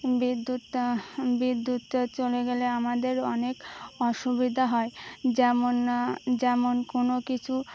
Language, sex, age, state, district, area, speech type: Bengali, female, 18-30, West Bengal, Birbhum, urban, spontaneous